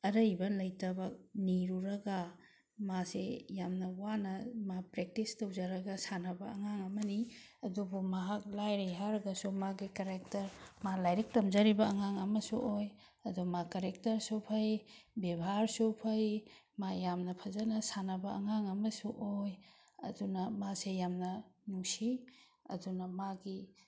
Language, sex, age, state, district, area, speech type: Manipuri, female, 60+, Manipur, Bishnupur, rural, spontaneous